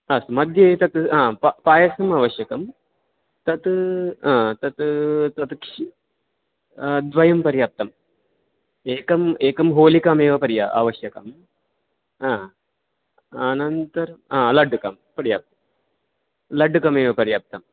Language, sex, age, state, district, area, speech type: Sanskrit, male, 30-45, Karnataka, Dakshina Kannada, rural, conversation